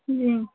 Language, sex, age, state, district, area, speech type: Hindi, female, 30-45, Uttar Pradesh, Sitapur, rural, conversation